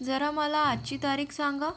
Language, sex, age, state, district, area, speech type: Marathi, female, 30-45, Maharashtra, Yavatmal, rural, read